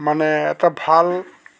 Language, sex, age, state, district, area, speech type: Assamese, male, 60+, Assam, Goalpara, urban, spontaneous